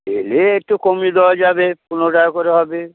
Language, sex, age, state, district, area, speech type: Bengali, male, 60+, West Bengal, Hooghly, rural, conversation